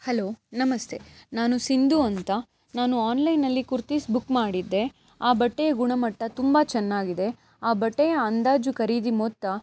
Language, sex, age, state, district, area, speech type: Kannada, female, 18-30, Karnataka, Chikkaballapur, urban, spontaneous